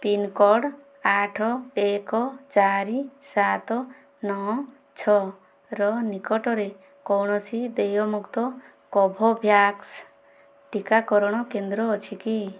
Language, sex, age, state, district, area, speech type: Odia, female, 30-45, Odisha, Kandhamal, rural, read